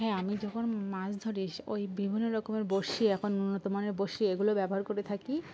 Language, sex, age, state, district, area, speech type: Bengali, female, 18-30, West Bengal, Dakshin Dinajpur, urban, spontaneous